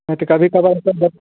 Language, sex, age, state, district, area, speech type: Maithili, male, 30-45, Bihar, Darbhanga, urban, conversation